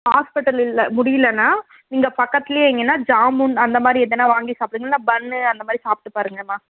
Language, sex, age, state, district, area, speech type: Tamil, female, 18-30, Tamil Nadu, Tirupattur, rural, conversation